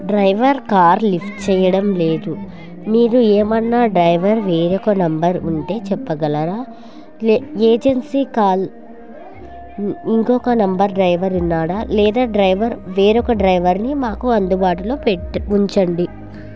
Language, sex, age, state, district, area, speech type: Telugu, female, 30-45, Andhra Pradesh, Kurnool, rural, spontaneous